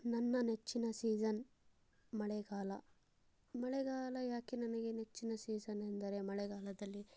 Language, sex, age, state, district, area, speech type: Kannada, female, 30-45, Karnataka, Chikkaballapur, rural, spontaneous